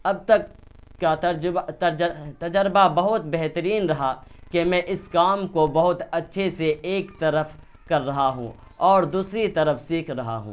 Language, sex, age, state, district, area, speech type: Urdu, male, 18-30, Bihar, Purnia, rural, spontaneous